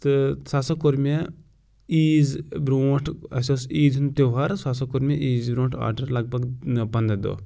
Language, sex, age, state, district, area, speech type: Kashmiri, male, 18-30, Jammu and Kashmir, Pulwama, rural, spontaneous